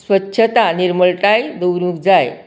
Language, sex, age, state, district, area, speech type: Goan Konkani, female, 60+, Goa, Canacona, rural, spontaneous